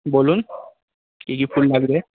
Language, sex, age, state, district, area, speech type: Bengali, male, 30-45, West Bengal, Paschim Bardhaman, urban, conversation